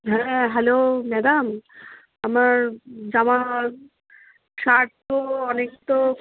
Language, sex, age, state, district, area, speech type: Bengali, female, 45-60, West Bengal, Darjeeling, rural, conversation